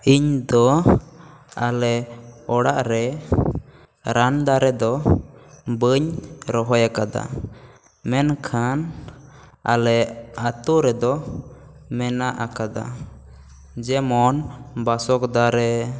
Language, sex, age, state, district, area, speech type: Santali, male, 18-30, West Bengal, Bankura, rural, spontaneous